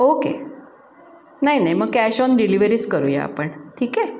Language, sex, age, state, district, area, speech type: Marathi, female, 60+, Maharashtra, Pune, urban, spontaneous